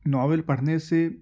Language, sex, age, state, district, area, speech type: Urdu, male, 18-30, Uttar Pradesh, Ghaziabad, urban, spontaneous